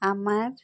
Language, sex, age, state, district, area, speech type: Kannada, female, 30-45, Karnataka, Bidar, urban, spontaneous